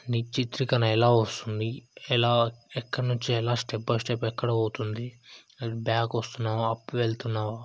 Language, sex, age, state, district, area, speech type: Telugu, male, 18-30, Telangana, Yadadri Bhuvanagiri, urban, spontaneous